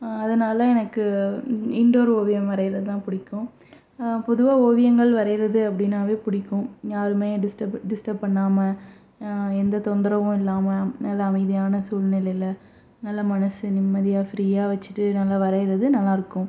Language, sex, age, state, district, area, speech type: Tamil, female, 30-45, Tamil Nadu, Pudukkottai, rural, spontaneous